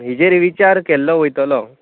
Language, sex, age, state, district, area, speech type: Goan Konkani, male, 18-30, Goa, Tiswadi, rural, conversation